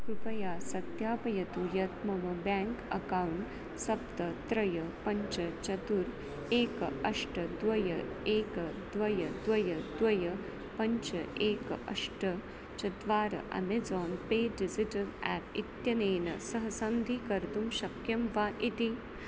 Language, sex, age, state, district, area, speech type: Sanskrit, female, 30-45, Maharashtra, Nagpur, urban, read